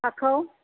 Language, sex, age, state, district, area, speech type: Bodo, female, 60+, Assam, Chirang, urban, conversation